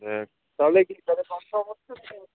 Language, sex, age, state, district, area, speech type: Bengali, male, 30-45, West Bengal, Kolkata, urban, conversation